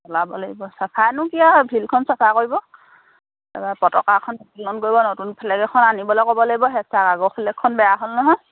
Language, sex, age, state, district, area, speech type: Assamese, female, 30-45, Assam, Dhemaji, rural, conversation